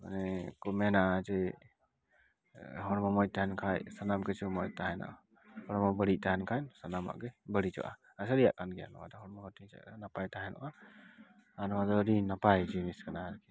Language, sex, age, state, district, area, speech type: Santali, male, 30-45, West Bengal, Dakshin Dinajpur, rural, spontaneous